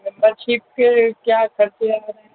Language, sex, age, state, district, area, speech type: Urdu, male, 18-30, Uttar Pradesh, Azamgarh, rural, conversation